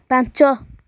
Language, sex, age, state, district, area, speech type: Odia, female, 18-30, Odisha, Nayagarh, rural, read